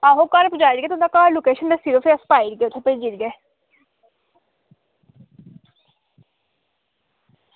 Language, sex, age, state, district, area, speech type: Dogri, female, 18-30, Jammu and Kashmir, Samba, rural, conversation